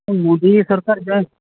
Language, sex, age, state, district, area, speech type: Santali, male, 45-60, Odisha, Mayurbhanj, rural, conversation